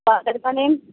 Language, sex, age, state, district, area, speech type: Urdu, male, 18-30, Delhi, Central Delhi, urban, conversation